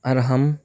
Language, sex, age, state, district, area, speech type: Urdu, male, 45-60, Delhi, Central Delhi, urban, spontaneous